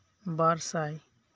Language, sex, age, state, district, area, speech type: Santali, male, 30-45, West Bengal, Birbhum, rural, spontaneous